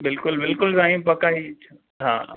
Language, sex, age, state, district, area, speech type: Sindhi, male, 60+, Maharashtra, Thane, urban, conversation